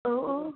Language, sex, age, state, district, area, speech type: Bodo, female, 30-45, Assam, Udalguri, rural, conversation